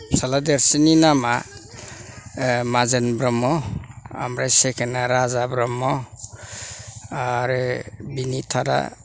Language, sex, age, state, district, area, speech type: Bodo, male, 60+, Assam, Chirang, rural, spontaneous